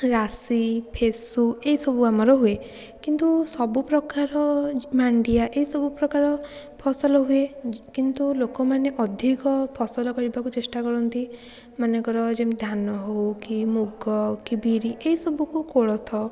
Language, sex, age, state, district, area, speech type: Odia, female, 45-60, Odisha, Puri, urban, spontaneous